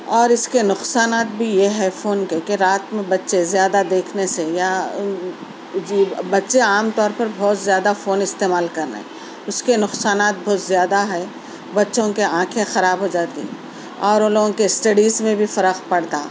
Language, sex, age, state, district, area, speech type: Urdu, female, 30-45, Telangana, Hyderabad, urban, spontaneous